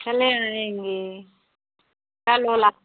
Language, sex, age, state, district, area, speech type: Hindi, female, 45-60, Uttar Pradesh, Prayagraj, rural, conversation